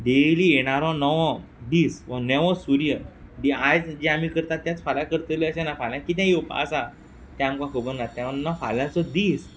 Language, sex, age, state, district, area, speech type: Goan Konkani, male, 30-45, Goa, Quepem, rural, spontaneous